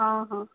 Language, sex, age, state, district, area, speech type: Odia, female, 18-30, Odisha, Subarnapur, urban, conversation